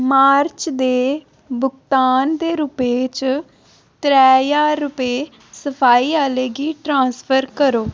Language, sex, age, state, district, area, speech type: Dogri, female, 18-30, Jammu and Kashmir, Udhampur, urban, read